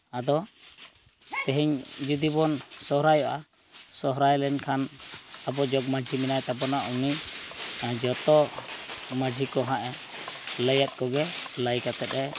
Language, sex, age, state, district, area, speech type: Santali, male, 45-60, West Bengal, Purulia, rural, spontaneous